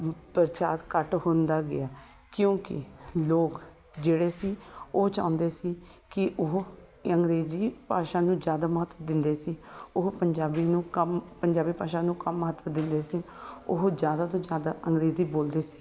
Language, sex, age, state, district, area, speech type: Punjabi, female, 30-45, Punjab, Shaheed Bhagat Singh Nagar, urban, spontaneous